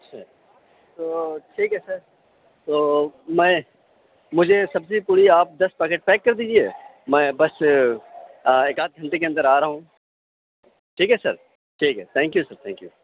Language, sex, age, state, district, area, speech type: Urdu, male, 30-45, Uttar Pradesh, Mau, urban, conversation